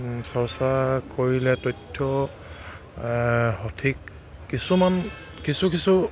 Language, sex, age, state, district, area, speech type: Assamese, male, 30-45, Assam, Charaideo, rural, spontaneous